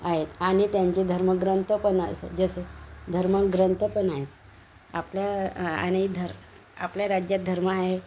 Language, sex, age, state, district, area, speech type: Marathi, female, 60+, Maharashtra, Nagpur, urban, spontaneous